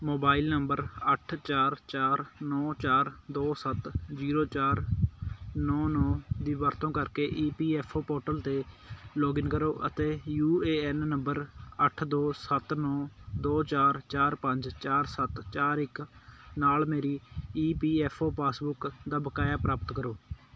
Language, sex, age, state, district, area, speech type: Punjabi, male, 18-30, Punjab, Patiala, urban, read